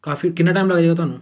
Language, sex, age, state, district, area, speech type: Punjabi, male, 18-30, Punjab, Amritsar, urban, spontaneous